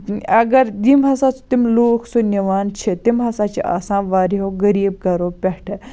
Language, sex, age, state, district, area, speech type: Kashmiri, female, 18-30, Jammu and Kashmir, Baramulla, rural, spontaneous